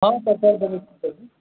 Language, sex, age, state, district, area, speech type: Maithili, male, 18-30, Bihar, Muzaffarpur, rural, conversation